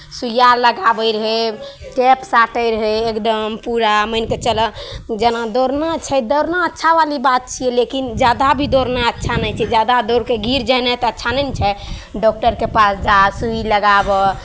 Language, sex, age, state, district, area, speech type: Maithili, female, 18-30, Bihar, Araria, urban, spontaneous